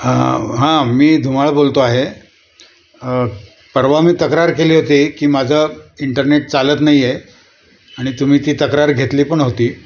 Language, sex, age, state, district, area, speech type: Marathi, male, 60+, Maharashtra, Nashik, urban, spontaneous